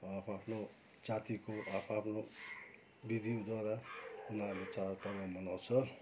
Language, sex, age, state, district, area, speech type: Nepali, male, 60+, West Bengal, Kalimpong, rural, spontaneous